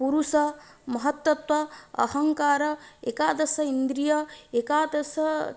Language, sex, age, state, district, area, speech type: Sanskrit, female, 18-30, Odisha, Puri, rural, spontaneous